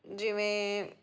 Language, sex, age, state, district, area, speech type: Punjabi, female, 30-45, Punjab, Patiala, rural, spontaneous